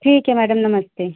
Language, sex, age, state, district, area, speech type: Hindi, female, 30-45, Uttar Pradesh, Hardoi, rural, conversation